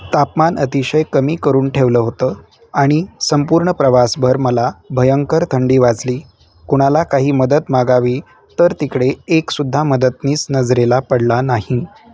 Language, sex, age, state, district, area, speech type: Marathi, male, 30-45, Maharashtra, Osmanabad, rural, read